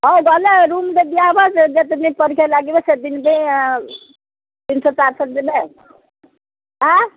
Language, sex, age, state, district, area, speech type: Odia, female, 60+, Odisha, Gajapati, rural, conversation